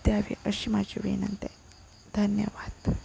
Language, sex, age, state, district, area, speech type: Marathi, female, 18-30, Maharashtra, Sindhudurg, rural, spontaneous